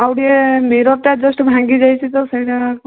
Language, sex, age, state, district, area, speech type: Odia, female, 45-60, Odisha, Kandhamal, rural, conversation